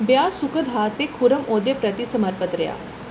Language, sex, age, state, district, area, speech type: Dogri, female, 18-30, Jammu and Kashmir, Reasi, urban, read